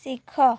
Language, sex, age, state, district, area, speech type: Odia, female, 18-30, Odisha, Balasore, rural, read